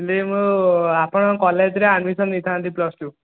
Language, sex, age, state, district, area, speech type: Odia, male, 18-30, Odisha, Khordha, rural, conversation